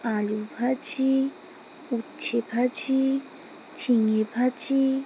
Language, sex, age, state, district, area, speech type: Bengali, female, 30-45, West Bengal, Alipurduar, rural, spontaneous